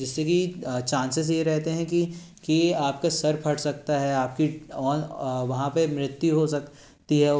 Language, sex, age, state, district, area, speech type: Hindi, male, 18-30, Madhya Pradesh, Jabalpur, urban, spontaneous